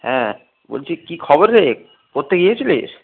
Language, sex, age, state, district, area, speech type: Bengali, male, 45-60, West Bengal, Dakshin Dinajpur, rural, conversation